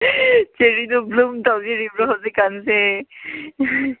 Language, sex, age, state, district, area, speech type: Manipuri, female, 18-30, Manipur, Kangpokpi, urban, conversation